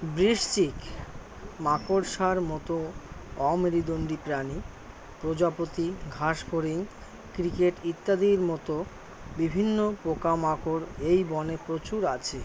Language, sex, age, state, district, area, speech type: Bengali, male, 60+, West Bengal, Purba Bardhaman, rural, read